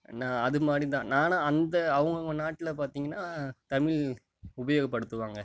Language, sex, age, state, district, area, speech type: Tamil, male, 18-30, Tamil Nadu, Mayiladuthurai, rural, spontaneous